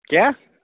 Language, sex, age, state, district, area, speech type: Kashmiri, male, 30-45, Jammu and Kashmir, Bandipora, rural, conversation